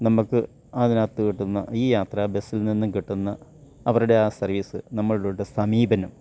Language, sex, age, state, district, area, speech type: Malayalam, male, 60+, Kerala, Kottayam, urban, spontaneous